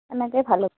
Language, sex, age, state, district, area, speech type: Assamese, female, 30-45, Assam, Goalpara, rural, conversation